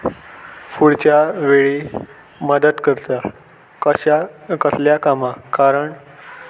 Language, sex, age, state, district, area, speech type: Goan Konkani, male, 18-30, Goa, Salcete, urban, spontaneous